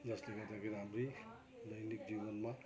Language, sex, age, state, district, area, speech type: Nepali, male, 60+, West Bengal, Kalimpong, rural, spontaneous